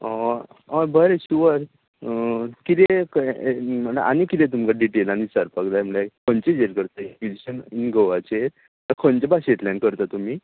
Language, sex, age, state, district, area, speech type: Goan Konkani, male, 45-60, Goa, Tiswadi, rural, conversation